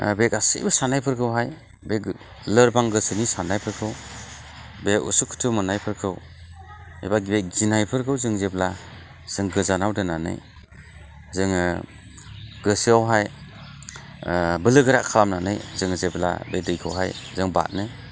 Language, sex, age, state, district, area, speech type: Bodo, male, 45-60, Assam, Chirang, urban, spontaneous